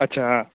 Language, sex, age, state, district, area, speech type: Marathi, male, 18-30, Maharashtra, Sangli, urban, conversation